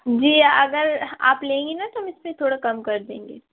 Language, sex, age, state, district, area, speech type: Urdu, female, 30-45, Uttar Pradesh, Lucknow, urban, conversation